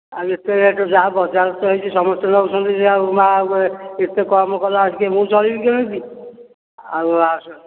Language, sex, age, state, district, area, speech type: Odia, male, 60+, Odisha, Nayagarh, rural, conversation